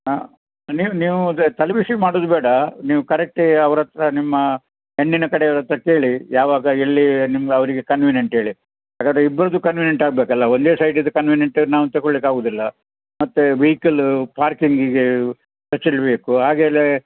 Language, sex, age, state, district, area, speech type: Kannada, male, 60+, Karnataka, Udupi, rural, conversation